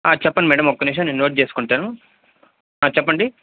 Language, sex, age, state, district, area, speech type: Telugu, male, 18-30, Andhra Pradesh, Nellore, urban, conversation